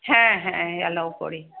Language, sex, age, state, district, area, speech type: Bengali, female, 60+, West Bengal, Darjeeling, urban, conversation